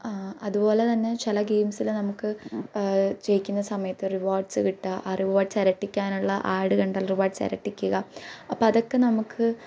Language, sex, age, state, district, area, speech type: Malayalam, female, 18-30, Kerala, Idukki, rural, spontaneous